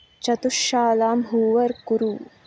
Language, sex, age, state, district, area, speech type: Sanskrit, female, 18-30, Karnataka, Uttara Kannada, rural, read